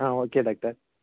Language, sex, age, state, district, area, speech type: Tamil, male, 18-30, Tamil Nadu, Thanjavur, rural, conversation